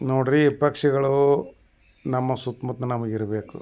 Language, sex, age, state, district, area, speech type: Kannada, male, 60+, Karnataka, Bagalkot, rural, spontaneous